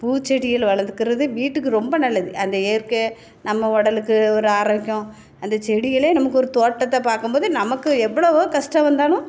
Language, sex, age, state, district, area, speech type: Tamil, female, 45-60, Tamil Nadu, Thoothukudi, urban, spontaneous